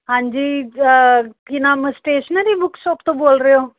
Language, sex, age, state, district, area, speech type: Punjabi, female, 30-45, Punjab, Fazilka, urban, conversation